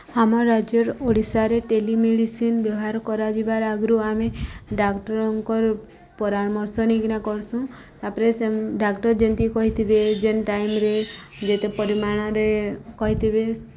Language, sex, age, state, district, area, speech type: Odia, female, 30-45, Odisha, Subarnapur, urban, spontaneous